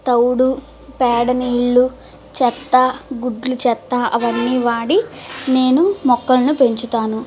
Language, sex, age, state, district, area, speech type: Telugu, female, 18-30, Andhra Pradesh, Guntur, urban, spontaneous